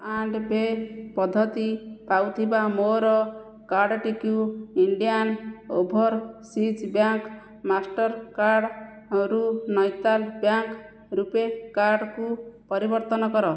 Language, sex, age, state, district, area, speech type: Odia, female, 30-45, Odisha, Jajpur, rural, read